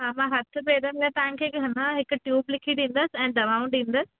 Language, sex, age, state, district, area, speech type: Sindhi, female, 18-30, Rajasthan, Ajmer, urban, conversation